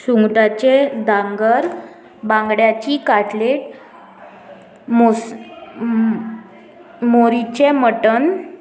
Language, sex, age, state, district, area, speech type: Goan Konkani, female, 18-30, Goa, Murmgao, urban, spontaneous